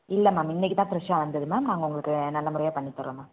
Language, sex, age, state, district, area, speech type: Tamil, female, 18-30, Tamil Nadu, Sivaganga, rural, conversation